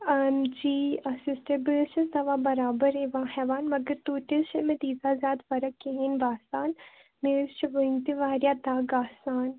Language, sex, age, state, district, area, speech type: Kashmiri, female, 18-30, Jammu and Kashmir, Baramulla, rural, conversation